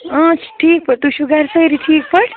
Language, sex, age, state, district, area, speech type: Kashmiri, female, 18-30, Jammu and Kashmir, Ganderbal, rural, conversation